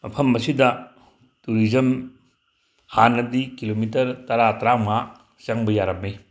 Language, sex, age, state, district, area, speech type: Manipuri, male, 60+, Manipur, Tengnoupal, rural, spontaneous